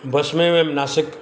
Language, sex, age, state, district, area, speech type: Sindhi, male, 60+, Gujarat, Surat, urban, spontaneous